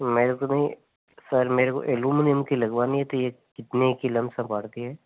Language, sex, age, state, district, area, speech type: Hindi, male, 18-30, Rajasthan, Nagaur, rural, conversation